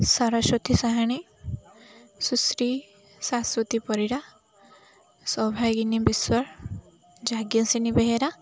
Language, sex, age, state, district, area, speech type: Odia, female, 18-30, Odisha, Jagatsinghpur, urban, spontaneous